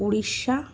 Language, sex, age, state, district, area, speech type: Bengali, female, 18-30, West Bengal, Dakshin Dinajpur, urban, spontaneous